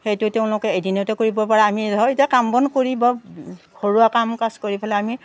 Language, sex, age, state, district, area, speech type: Assamese, female, 60+, Assam, Udalguri, rural, spontaneous